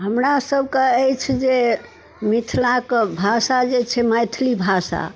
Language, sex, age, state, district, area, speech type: Maithili, female, 60+, Bihar, Darbhanga, urban, spontaneous